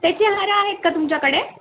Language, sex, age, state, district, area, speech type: Marathi, female, 18-30, Maharashtra, Nanded, rural, conversation